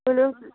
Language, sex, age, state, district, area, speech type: Kashmiri, female, 45-60, Jammu and Kashmir, Anantnag, rural, conversation